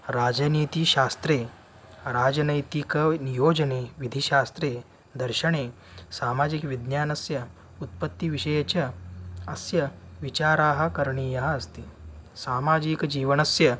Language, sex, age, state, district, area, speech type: Sanskrit, male, 18-30, Maharashtra, Solapur, rural, spontaneous